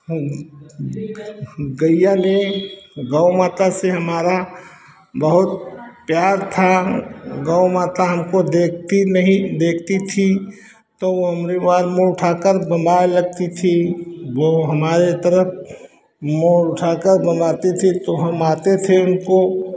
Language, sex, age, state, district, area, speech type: Hindi, male, 60+, Uttar Pradesh, Hardoi, rural, spontaneous